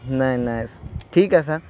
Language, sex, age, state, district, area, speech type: Urdu, male, 18-30, Bihar, Gaya, urban, spontaneous